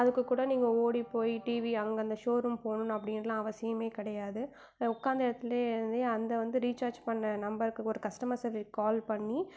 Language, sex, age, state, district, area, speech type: Tamil, female, 30-45, Tamil Nadu, Mayiladuthurai, rural, spontaneous